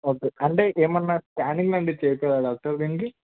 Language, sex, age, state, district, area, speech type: Telugu, male, 18-30, Telangana, Hyderabad, urban, conversation